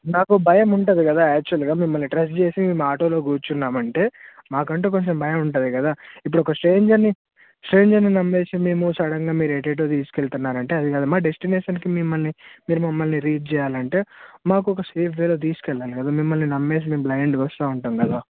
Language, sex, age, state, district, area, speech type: Telugu, male, 18-30, Telangana, Mancherial, rural, conversation